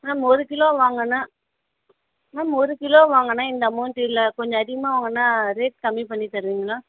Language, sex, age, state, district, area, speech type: Tamil, female, 18-30, Tamil Nadu, Chennai, urban, conversation